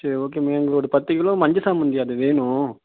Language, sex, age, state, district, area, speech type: Tamil, male, 30-45, Tamil Nadu, Tiruvarur, urban, conversation